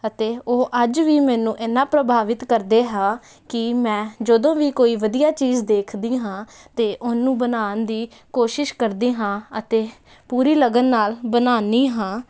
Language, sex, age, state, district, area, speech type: Punjabi, female, 18-30, Punjab, Jalandhar, urban, spontaneous